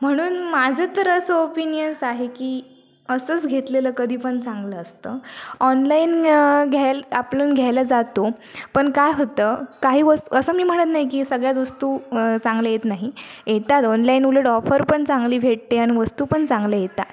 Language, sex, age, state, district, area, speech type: Marathi, female, 18-30, Maharashtra, Sindhudurg, rural, spontaneous